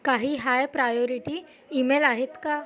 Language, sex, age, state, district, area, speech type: Marathi, female, 18-30, Maharashtra, Amravati, urban, read